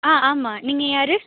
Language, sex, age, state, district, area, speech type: Tamil, female, 18-30, Tamil Nadu, Pudukkottai, rural, conversation